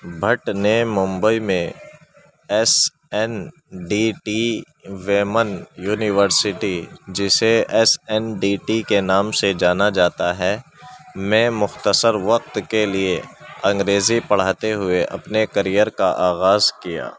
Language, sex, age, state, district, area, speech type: Urdu, male, 30-45, Uttar Pradesh, Ghaziabad, rural, read